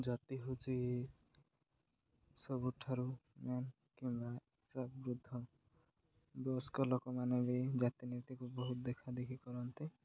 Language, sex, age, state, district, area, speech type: Odia, male, 18-30, Odisha, Koraput, urban, spontaneous